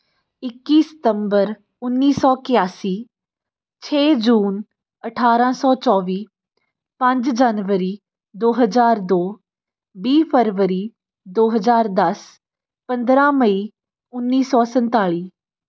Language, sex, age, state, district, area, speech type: Punjabi, female, 18-30, Punjab, Fatehgarh Sahib, urban, spontaneous